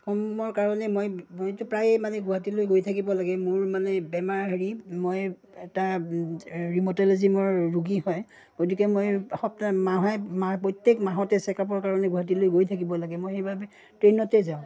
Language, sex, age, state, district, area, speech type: Assamese, female, 45-60, Assam, Udalguri, rural, spontaneous